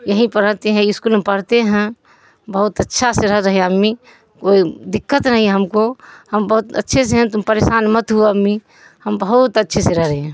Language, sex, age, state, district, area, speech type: Urdu, female, 60+, Bihar, Supaul, rural, spontaneous